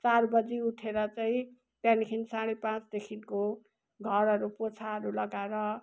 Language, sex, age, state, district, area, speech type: Nepali, female, 60+, West Bengal, Kalimpong, rural, spontaneous